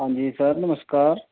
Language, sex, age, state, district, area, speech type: Punjabi, male, 45-60, Punjab, Pathankot, rural, conversation